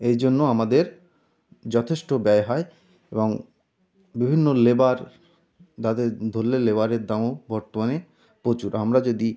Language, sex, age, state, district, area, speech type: Bengali, male, 30-45, West Bengal, North 24 Parganas, rural, spontaneous